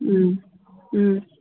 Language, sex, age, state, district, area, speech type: Manipuri, female, 18-30, Manipur, Kangpokpi, urban, conversation